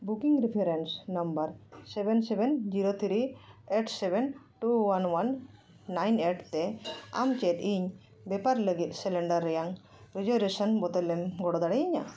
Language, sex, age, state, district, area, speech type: Santali, female, 45-60, Jharkhand, Bokaro, rural, read